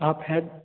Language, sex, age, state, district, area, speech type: Hindi, male, 30-45, Rajasthan, Jodhpur, urban, conversation